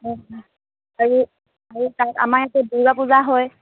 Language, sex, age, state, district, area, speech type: Assamese, female, 45-60, Assam, Dibrugarh, rural, conversation